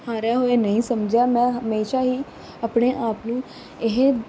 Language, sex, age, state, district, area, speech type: Punjabi, female, 18-30, Punjab, Kapurthala, urban, spontaneous